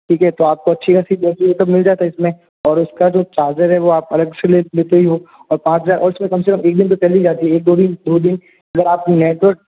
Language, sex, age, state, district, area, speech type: Hindi, male, 45-60, Rajasthan, Jodhpur, urban, conversation